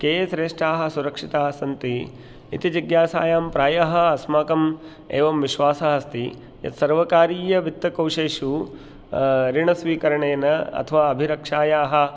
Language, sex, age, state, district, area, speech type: Sanskrit, male, 45-60, Madhya Pradesh, Indore, rural, spontaneous